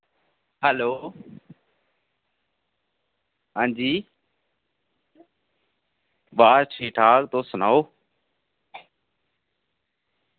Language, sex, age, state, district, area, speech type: Dogri, male, 18-30, Jammu and Kashmir, Reasi, rural, conversation